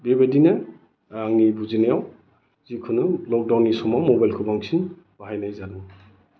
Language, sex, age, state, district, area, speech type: Bodo, male, 45-60, Assam, Chirang, urban, spontaneous